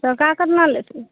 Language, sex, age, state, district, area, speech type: Maithili, male, 30-45, Bihar, Araria, rural, conversation